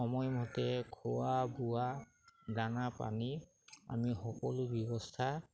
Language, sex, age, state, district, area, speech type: Assamese, male, 45-60, Assam, Sivasagar, rural, spontaneous